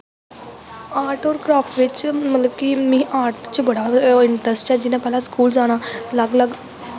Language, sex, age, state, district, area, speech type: Dogri, female, 18-30, Jammu and Kashmir, Samba, rural, spontaneous